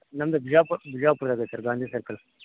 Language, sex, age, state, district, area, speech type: Kannada, male, 30-45, Karnataka, Vijayapura, rural, conversation